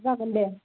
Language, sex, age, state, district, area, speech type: Bodo, female, 18-30, Assam, Kokrajhar, rural, conversation